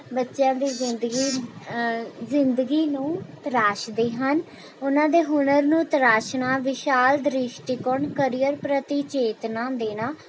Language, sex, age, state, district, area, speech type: Punjabi, female, 18-30, Punjab, Rupnagar, urban, spontaneous